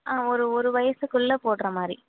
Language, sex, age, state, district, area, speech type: Tamil, female, 18-30, Tamil Nadu, Sivaganga, rural, conversation